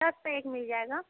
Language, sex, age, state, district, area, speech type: Hindi, female, 30-45, Uttar Pradesh, Chandauli, rural, conversation